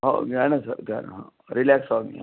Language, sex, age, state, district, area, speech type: Marathi, male, 45-60, Maharashtra, Wardha, urban, conversation